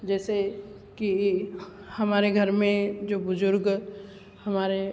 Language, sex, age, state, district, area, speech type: Hindi, female, 60+, Madhya Pradesh, Ujjain, urban, spontaneous